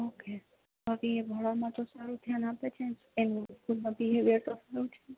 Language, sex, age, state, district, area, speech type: Gujarati, female, 18-30, Gujarat, Junagadh, urban, conversation